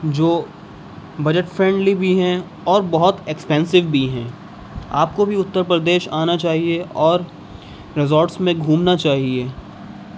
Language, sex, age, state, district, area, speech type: Urdu, male, 18-30, Uttar Pradesh, Rampur, urban, spontaneous